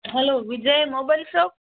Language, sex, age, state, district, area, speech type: Gujarati, male, 18-30, Gujarat, Kutch, rural, conversation